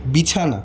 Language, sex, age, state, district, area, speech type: Bengali, male, 18-30, West Bengal, Paschim Bardhaman, urban, read